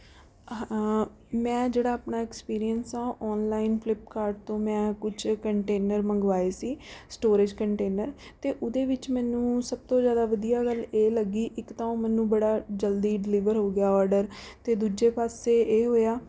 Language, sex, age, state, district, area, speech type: Punjabi, female, 30-45, Punjab, Rupnagar, urban, spontaneous